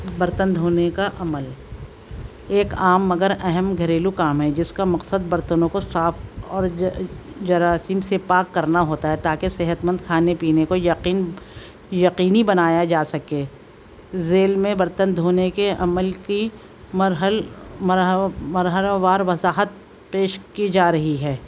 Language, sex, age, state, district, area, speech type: Urdu, female, 60+, Delhi, Central Delhi, urban, spontaneous